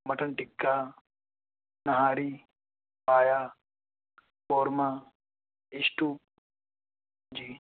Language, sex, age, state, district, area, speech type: Urdu, male, 18-30, Delhi, South Delhi, urban, conversation